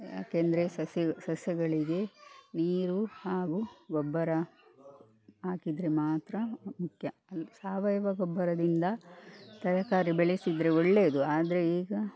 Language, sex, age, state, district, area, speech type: Kannada, female, 45-60, Karnataka, Dakshina Kannada, rural, spontaneous